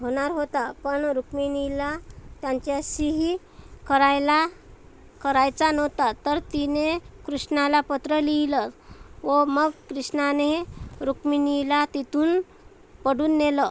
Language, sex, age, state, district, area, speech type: Marathi, female, 30-45, Maharashtra, Amravati, urban, spontaneous